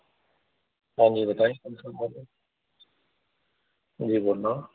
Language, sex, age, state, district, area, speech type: Urdu, male, 30-45, Delhi, North East Delhi, urban, conversation